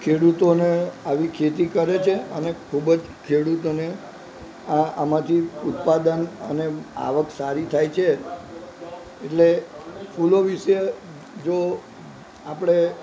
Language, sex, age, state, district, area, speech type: Gujarati, male, 60+, Gujarat, Narmada, urban, spontaneous